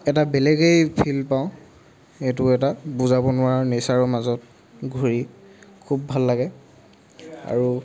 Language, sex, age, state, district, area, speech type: Assamese, male, 30-45, Assam, Charaideo, rural, spontaneous